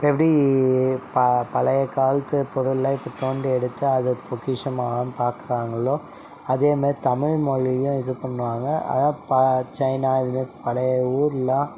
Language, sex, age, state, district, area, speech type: Tamil, male, 45-60, Tamil Nadu, Mayiladuthurai, urban, spontaneous